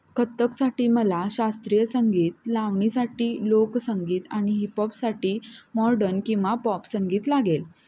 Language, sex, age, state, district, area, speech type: Marathi, female, 18-30, Maharashtra, Kolhapur, urban, spontaneous